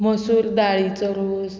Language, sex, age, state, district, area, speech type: Goan Konkani, female, 30-45, Goa, Murmgao, rural, spontaneous